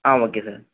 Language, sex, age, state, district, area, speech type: Tamil, male, 18-30, Tamil Nadu, Thanjavur, rural, conversation